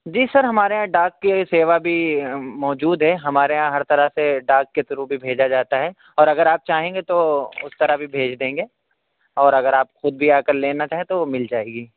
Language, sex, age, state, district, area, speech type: Urdu, male, 18-30, Uttar Pradesh, Saharanpur, urban, conversation